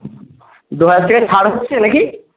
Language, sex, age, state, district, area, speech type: Bengali, male, 45-60, West Bengal, Jhargram, rural, conversation